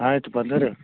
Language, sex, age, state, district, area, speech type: Kannada, male, 45-60, Karnataka, Bagalkot, rural, conversation